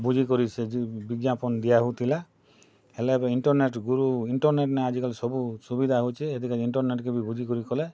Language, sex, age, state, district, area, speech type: Odia, male, 45-60, Odisha, Kalahandi, rural, spontaneous